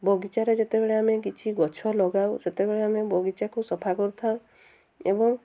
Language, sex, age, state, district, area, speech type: Odia, female, 30-45, Odisha, Mayurbhanj, rural, spontaneous